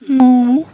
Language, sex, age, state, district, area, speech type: Odia, female, 18-30, Odisha, Koraput, urban, spontaneous